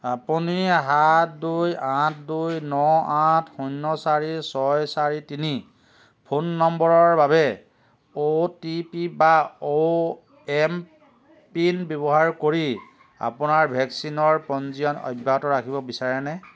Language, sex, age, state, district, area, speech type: Assamese, male, 45-60, Assam, Lakhimpur, rural, read